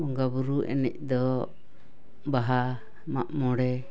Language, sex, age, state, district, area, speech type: Santali, female, 60+, West Bengal, Paschim Bardhaman, urban, spontaneous